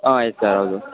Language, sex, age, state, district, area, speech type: Kannada, male, 18-30, Karnataka, Kolar, rural, conversation